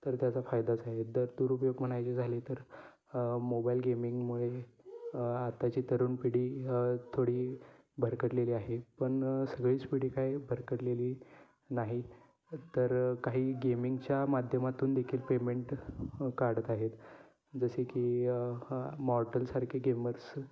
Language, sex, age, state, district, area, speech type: Marathi, male, 18-30, Maharashtra, Kolhapur, rural, spontaneous